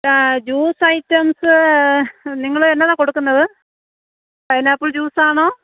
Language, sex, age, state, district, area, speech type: Malayalam, female, 45-60, Kerala, Thiruvananthapuram, urban, conversation